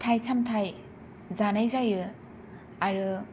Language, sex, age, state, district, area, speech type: Bodo, female, 18-30, Assam, Kokrajhar, urban, spontaneous